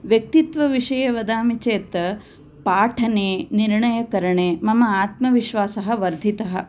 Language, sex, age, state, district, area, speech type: Sanskrit, female, 45-60, Andhra Pradesh, Kurnool, urban, spontaneous